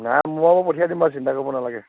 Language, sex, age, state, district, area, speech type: Assamese, male, 30-45, Assam, Nagaon, rural, conversation